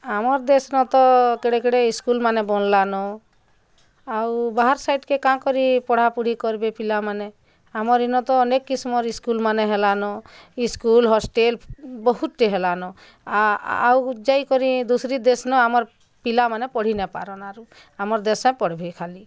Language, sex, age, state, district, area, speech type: Odia, female, 45-60, Odisha, Bargarh, urban, spontaneous